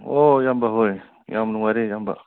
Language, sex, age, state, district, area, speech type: Manipuri, male, 45-60, Manipur, Ukhrul, rural, conversation